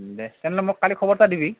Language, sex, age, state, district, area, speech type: Assamese, male, 18-30, Assam, Goalpara, rural, conversation